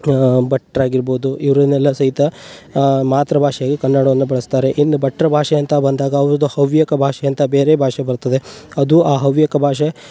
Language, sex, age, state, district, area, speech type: Kannada, male, 18-30, Karnataka, Uttara Kannada, rural, spontaneous